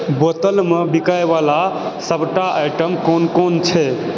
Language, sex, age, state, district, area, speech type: Maithili, male, 18-30, Bihar, Supaul, urban, read